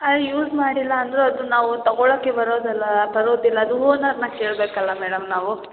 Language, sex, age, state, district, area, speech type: Kannada, female, 18-30, Karnataka, Hassan, rural, conversation